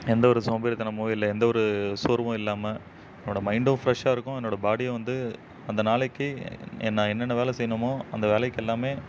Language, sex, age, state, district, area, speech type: Tamil, male, 18-30, Tamil Nadu, Namakkal, rural, spontaneous